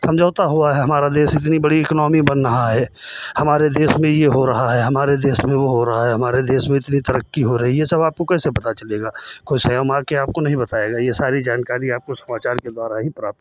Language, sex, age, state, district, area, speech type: Hindi, male, 45-60, Uttar Pradesh, Lucknow, rural, spontaneous